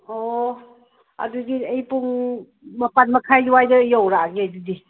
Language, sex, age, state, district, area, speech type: Manipuri, female, 60+, Manipur, Ukhrul, rural, conversation